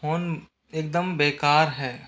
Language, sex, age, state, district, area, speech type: Hindi, male, 45-60, Rajasthan, Karauli, rural, spontaneous